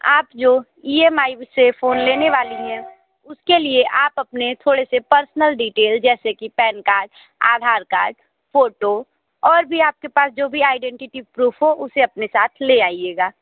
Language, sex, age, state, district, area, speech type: Hindi, female, 45-60, Uttar Pradesh, Sonbhadra, rural, conversation